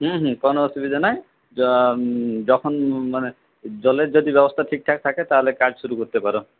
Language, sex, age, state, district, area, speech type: Bengali, male, 18-30, West Bengal, Purulia, rural, conversation